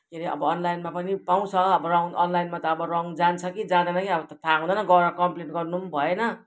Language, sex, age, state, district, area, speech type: Nepali, female, 60+, West Bengal, Kalimpong, rural, spontaneous